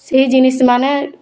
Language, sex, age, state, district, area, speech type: Odia, female, 18-30, Odisha, Bargarh, rural, spontaneous